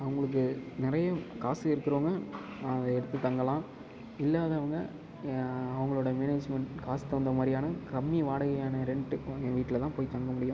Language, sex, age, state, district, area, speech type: Tamil, male, 18-30, Tamil Nadu, Ariyalur, rural, spontaneous